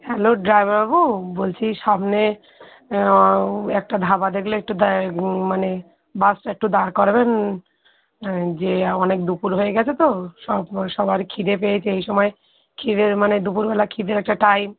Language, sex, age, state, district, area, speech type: Bengali, female, 30-45, West Bengal, Darjeeling, urban, conversation